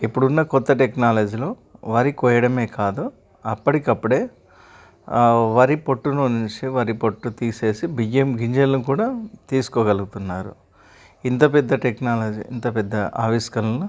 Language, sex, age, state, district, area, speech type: Telugu, male, 30-45, Telangana, Karimnagar, rural, spontaneous